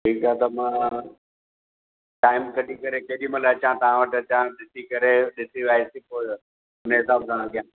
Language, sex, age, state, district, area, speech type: Sindhi, male, 60+, Gujarat, Kutch, rural, conversation